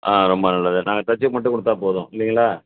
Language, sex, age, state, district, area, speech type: Tamil, male, 60+, Tamil Nadu, Ariyalur, rural, conversation